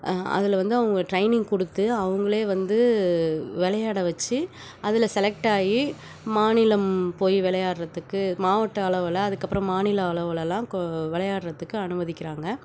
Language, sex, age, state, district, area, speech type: Tamil, female, 30-45, Tamil Nadu, Nagapattinam, rural, spontaneous